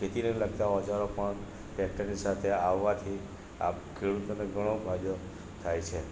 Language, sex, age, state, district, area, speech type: Gujarati, male, 60+, Gujarat, Narmada, rural, spontaneous